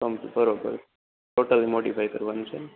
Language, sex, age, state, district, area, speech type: Gujarati, male, 18-30, Gujarat, Rajkot, rural, conversation